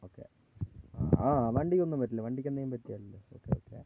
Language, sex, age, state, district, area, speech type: Malayalam, male, 30-45, Kerala, Wayanad, rural, spontaneous